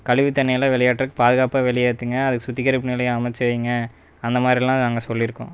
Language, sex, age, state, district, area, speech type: Tamil, male, 18-30, Tamil Nadu, Erode, rural, spontaneous